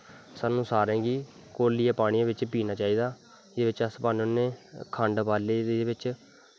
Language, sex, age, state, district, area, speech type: Dogri, male, 18-30, Jammu and Kashmir, Kathua, rural, spontaneous